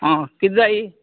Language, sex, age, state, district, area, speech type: Goan Konkani, male, 45-60, Goa, Canacona, rural, conversation